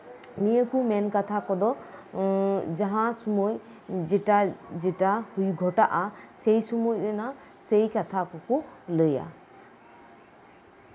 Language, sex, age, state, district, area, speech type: Santali, female, 30-45, West Bengal, Birbhum, rural, spontaneous